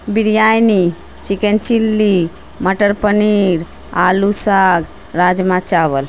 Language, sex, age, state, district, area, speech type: Urdu, female, 30-45, Bihar, Madhubani, rural, spontaneous